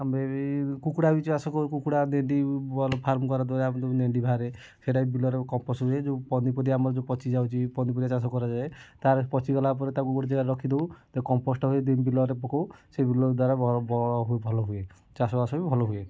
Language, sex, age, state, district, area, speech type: Odia, male, 30-45, Odisha, Kendujhar, urban, spontaneous